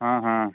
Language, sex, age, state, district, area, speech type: Hindi, male, 45-60, Uttar Pradesh, Mau, rural, conversation